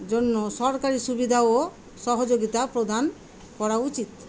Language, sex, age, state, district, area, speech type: Bengali, female, 45-60, West Bengal, Murshidabad, rural, spontaneous